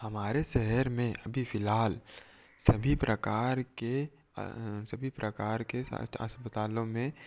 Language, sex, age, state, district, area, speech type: Hindi, male, 18-30, Madhya Pradesh, Betul, rural, spontaneous